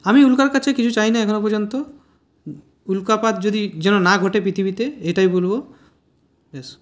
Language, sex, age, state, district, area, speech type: Bengali, male, 30-45, West Bengal, Purulia, rural, spontaneous